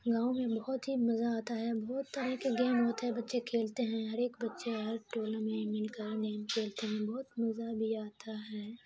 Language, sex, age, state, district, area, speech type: Urdu, female, 18-30, Bihar, Khagaria, rural, spontaneous